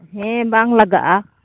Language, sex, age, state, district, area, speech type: Santali, female, 30-45, West Bengal, Uttar Dinajpur, rural, conversation